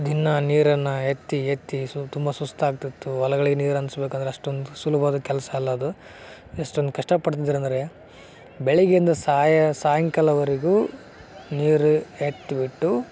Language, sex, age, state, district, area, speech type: Kannada, male, 18-30, Karnataka, Koppal, rural, spontaneous